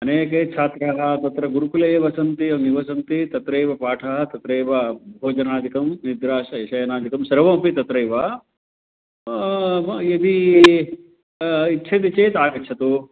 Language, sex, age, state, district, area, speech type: Sanskrit, male, 45-60, Karnataka, Uttara Kannada, rural, conversation